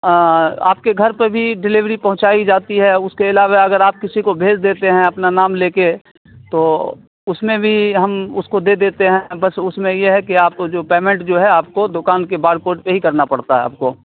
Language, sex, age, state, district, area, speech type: Urdu, male, 30-45, Bihar, Saharsa, urban, conversation